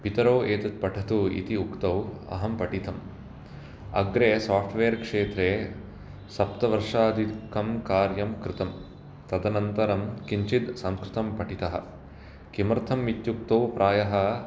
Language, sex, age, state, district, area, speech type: Sanskrit, male, 30-45, Karnataka, Bangalore Urban, urban, spontaneous